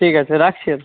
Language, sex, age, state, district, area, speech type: Bengali, male, 45-60, West Bengal, Jhargram, rural, conversation